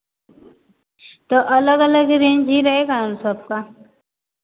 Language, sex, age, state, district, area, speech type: Hindi, female, 18-30, Uttar Pradesh, Azamgarh, urban, conversation